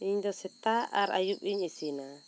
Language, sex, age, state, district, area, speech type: Santali, female, 30-45, West Bengal, Bankura, rural, spontaneous